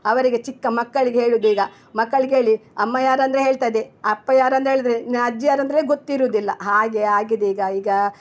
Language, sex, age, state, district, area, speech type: Kannada, female, 60+, Karnataka, Udupi, rural, spontaneous